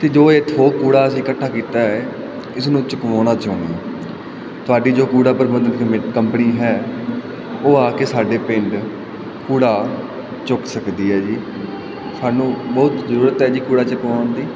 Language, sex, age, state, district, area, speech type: Punjabi, male, 18-30, Punjab, Fazilka, rural, spontaneous